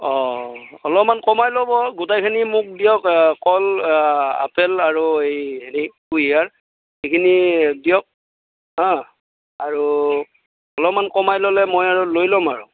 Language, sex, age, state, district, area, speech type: Assamese, male, 45-60, Assam, Darrang, rural, conversation